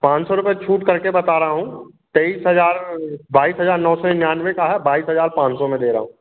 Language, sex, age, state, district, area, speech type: Hindi, male, 18-30, Madhya Pradesh, Jabalpur, urban, conversation